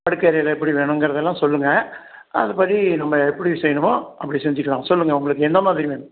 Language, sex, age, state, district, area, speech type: Tamil, male, 60+, Tamil Nadu, Salem, urban, conversation